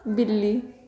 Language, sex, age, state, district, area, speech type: Punjabi, female, 18-30, Punjab, Patiala, rural, read